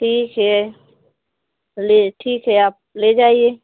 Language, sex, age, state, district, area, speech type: Hindi, female, 60+, Uttar Pradesh, Azamgarh, urban, conversation